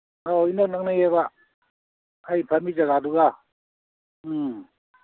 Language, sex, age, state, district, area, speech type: Manipuri, male, 60+, Manipur, Kakching, rural, conversation